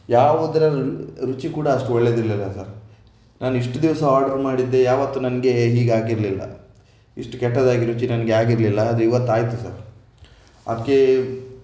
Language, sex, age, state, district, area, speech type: Kannada, male, 18-30, Karnataka, Shimoga, rural, spontaneous